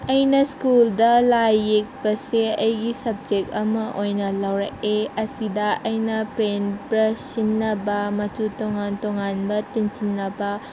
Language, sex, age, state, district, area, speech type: Manipuri, female, 18-30, Manipur, Senapati, rural, spontaneous